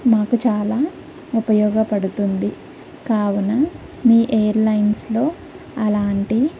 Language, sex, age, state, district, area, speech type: Telugu, female, 30-45, Andhra Pradesh, Guntur, urban, spontaneous